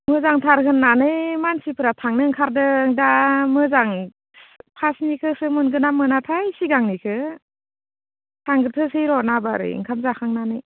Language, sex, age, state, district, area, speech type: Bodo, female, 30-45, Assam, Baksa, rural, conversation